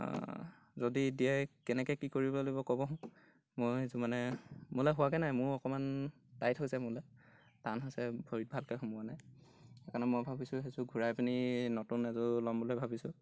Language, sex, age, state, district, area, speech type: Assamese, male, 18-30, Assam, Golaghat, rural, spontaneous